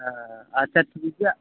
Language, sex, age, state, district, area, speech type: Santali, male, 18-30, West Bengal, Malda, rural, conversation